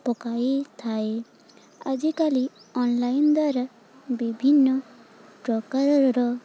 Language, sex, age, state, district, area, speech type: Odia, female, 18-30, Odisha, Balangir, urban, spontaneous